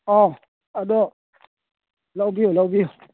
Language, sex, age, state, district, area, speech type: Manipuri, male, 45-60, Manipur, Churachandpur, rural, conversation